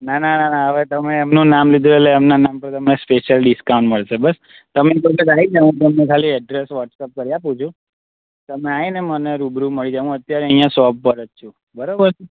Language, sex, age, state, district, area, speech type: Gujarati, male, 18-30, Gujarat, Anand, urban, conversation